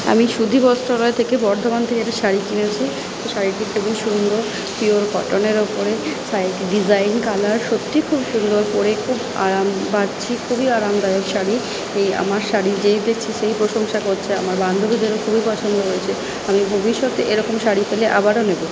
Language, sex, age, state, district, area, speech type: Bengali, female, 45-60, West Bengal, Purba Bardhaman, rural, spontaneous